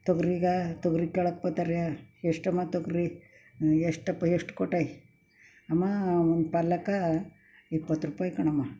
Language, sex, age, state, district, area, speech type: Kannada, female, 60+, Karnataka, Mysore, rural, spontaneous